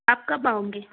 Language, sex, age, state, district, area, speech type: Hindi, female, 60+, Madhya Pradesh, Betul, urban, conversation